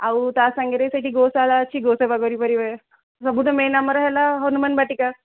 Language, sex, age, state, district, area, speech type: Odia, female, 30-45, Odisha, Sundergarh, urban, conversation